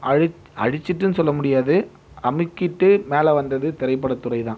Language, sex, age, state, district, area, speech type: Tamil, male, 30-45, Tamil Nadu, Viluppuram, urban, spontaneous